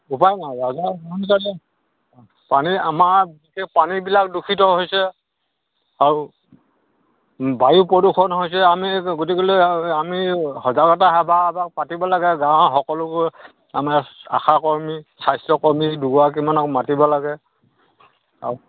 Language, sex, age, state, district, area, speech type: Assamese, male, 60+, Assam, Dhemaji, rural, conversation